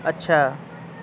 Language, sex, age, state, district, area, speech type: Urdu, male, 30-45, Bihar, Madhubani, rural, spontaneous